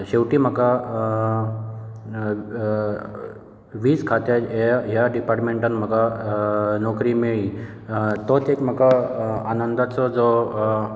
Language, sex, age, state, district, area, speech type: Goan Konkani, male, 30-45, Goa, Bardez, rural, spontaneous